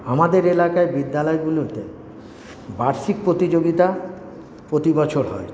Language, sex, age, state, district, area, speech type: Bengali, male, 60+, West Bengal, Paschim Bardhaman, rural, spontaneous